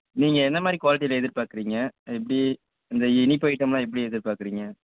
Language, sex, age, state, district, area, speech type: Tamil, male, 18-30, Tamil Nadu, Tiruchirappalli, rural, conversation